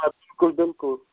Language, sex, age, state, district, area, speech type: Kashmiri, male, 30-45, Jammu and Kashmir, Srinagar, urban, conversation